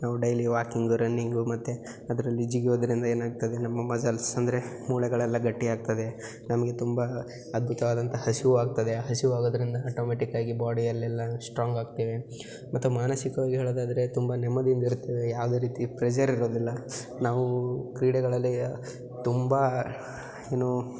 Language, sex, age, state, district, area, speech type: Kannada, male, 18-30, Karnataka, Yadgir, rural, spontaneous